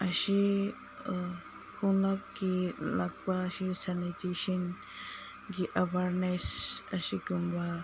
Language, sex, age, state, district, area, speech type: Manipuri, female, 30-45, Manipur, Senapati, rural, spontaneous